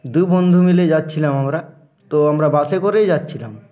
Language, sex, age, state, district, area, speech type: Bengali, male, 18-30, West Bengal, Uttar Dinajpur, urban, spontaneous